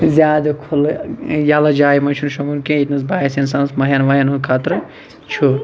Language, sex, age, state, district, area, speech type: Kashmiri, male, 45-60, Jammu and Kashmir, Shopian, urban, spontaneous